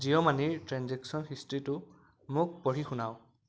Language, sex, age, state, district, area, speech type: Assamese, male, 18-30, Assam, Biswanath, rural, read